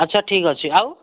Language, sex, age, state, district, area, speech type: Odia, male, 60+, Odisha, Kandhamal, rural, conversation